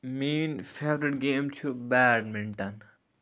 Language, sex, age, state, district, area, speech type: Kashmiri, male, 30-45, Jammu and Kashmir, Kupwara, rural, spontaneous